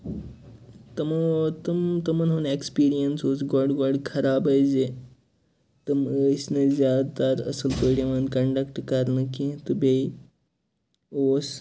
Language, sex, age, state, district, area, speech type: Kashmiri, male, 18-30, Jammu and Kashmir, Kupwara, rural, spontaneous